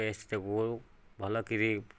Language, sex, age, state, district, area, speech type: Odia, male, 30-45, Odisha, Nayagarh, rural, spontaneous